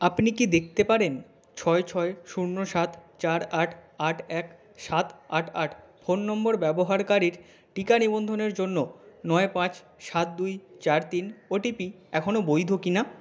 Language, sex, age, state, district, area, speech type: Bengali, male, 45-60, West Bengal, Nadia, rural, read